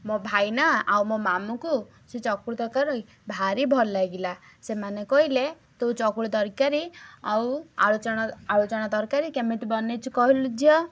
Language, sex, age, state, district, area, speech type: Odia, female, 18-30, Odisha, Ganjam, urban, spontaneous